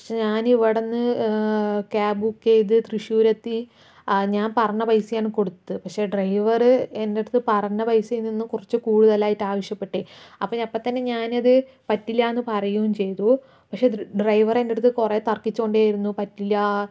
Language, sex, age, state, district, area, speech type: Malayalam, female, 45-60, Kerala, Palakkad, rural, spontaneous